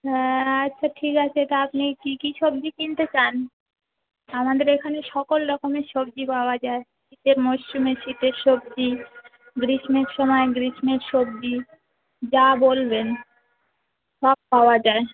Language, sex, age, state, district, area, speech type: Bengali, female, 45-60, West Bengal, Uttar Dinajpur, urban, conversation